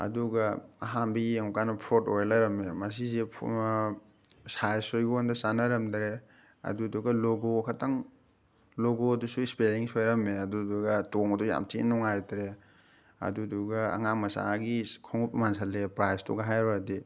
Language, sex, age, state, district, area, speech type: Manipuri, male, 30-45, Manipur, Thoubal, rural, spontaneous